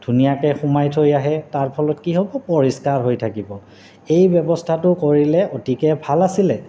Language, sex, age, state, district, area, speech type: Assamese, male, 30-45, Assam, Goalpara, urban, spontaneous